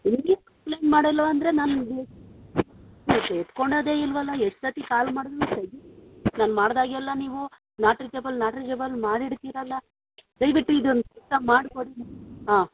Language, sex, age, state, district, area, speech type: Kannada, female, 45-60, Karnataka, Bangalore Urban, rural, conversation